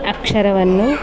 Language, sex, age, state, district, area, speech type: Kannada, female, 45-60, Karnataka, Dakshina Kannada, rural, spontaneous